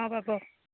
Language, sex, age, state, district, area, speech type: Assamese, female, 30-45, Assam, Jorhat, urban, conversation